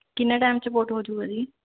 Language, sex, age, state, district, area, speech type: Punjabi, female, 30-45, Punjab, Fatehgarh Sahib, rural, conversation